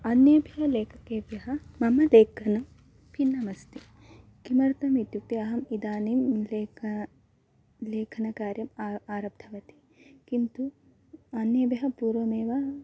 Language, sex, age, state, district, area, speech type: Sanskrit, female, 18-30, Kerala, Kasaragod, rural, spontaneous